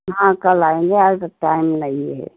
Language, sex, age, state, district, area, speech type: Hindi, female, 30-45, Uttar Pradesh, Jaunpur, rural, conversation